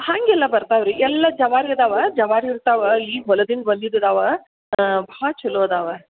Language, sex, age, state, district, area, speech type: Kannada, female, 45-60, Karnataka, Dharwad, rural, conversation